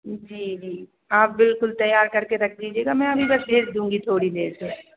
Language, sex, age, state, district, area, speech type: Hindi, female, 30-45, Madhya Pradesh, Hoshangabad, urban, conversation